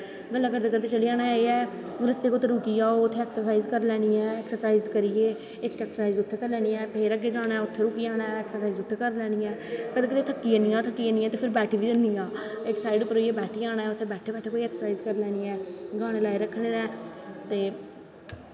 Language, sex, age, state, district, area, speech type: Dogri, female, 18-30, Jammu and Kashmir, Jammu, rural, spontaneous